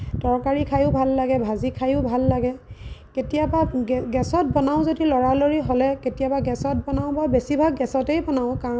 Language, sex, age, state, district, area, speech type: Assamese, female, 30-45, Assam, Lakhimpur, rural, spontaneous